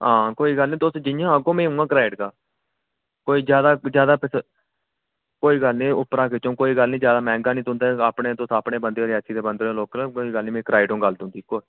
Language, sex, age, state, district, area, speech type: Dogri, male, 18-30, Jammu and Kashmir, Reasi, rural, conversation